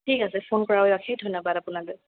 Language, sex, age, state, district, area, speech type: Assamese, female, 18-30, Assam, Sonitpur, rural, conversation